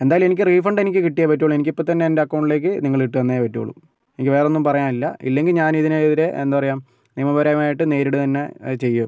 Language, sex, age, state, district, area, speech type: Malayalam, male, 60+, Kerala, Wayanad, rural, spontaneous